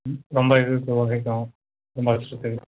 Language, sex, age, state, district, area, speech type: Tamil, male, 18-30, Tamil Nadu, Tiruvannamalai, urban, conversation